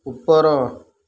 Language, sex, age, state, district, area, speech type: Odia, male, 45-60, Odisha, Kendrapara, urban, read